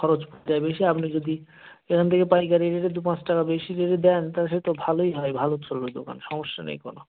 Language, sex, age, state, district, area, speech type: Bengali, male, 45-60, West Bengal, North 24 Parganas, rural, conversation